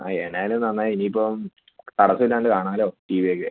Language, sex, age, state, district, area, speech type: Malayalam, male, 18-30, Kerala, Idukki, urban, conversation